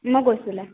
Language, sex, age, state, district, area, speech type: Assamese, female, 18-30, Assam, Jorhat, urban, conversation